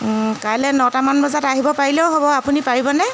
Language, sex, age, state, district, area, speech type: Assamese, female, 30-45, Assam, Jorhat, urban, spontaneous